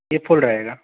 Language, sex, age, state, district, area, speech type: Hindi, male, 18-30, Madhya Pradesh, Bhopal, urban, conversation